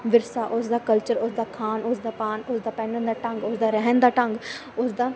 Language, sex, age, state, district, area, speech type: Punjabi, female, 18-30, Punjab, Muktsar, urban, spontaneous